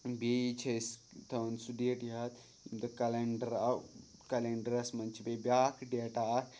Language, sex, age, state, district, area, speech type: Kashmiri, male, 18-30, Jammu and Kashmir, Pulwama, urban, spontaneous